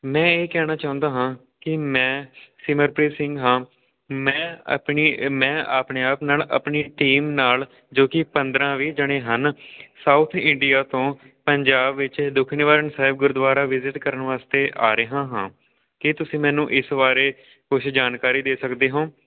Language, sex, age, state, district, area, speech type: Punjabi, male, 18-30, Punjab, Patiala, rural, conversation